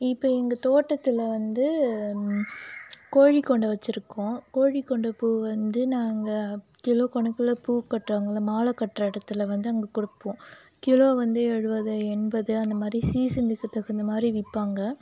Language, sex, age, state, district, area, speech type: Tamil, female, 30-45, Tamil Nadu, Cuddalore, rural, spontaneous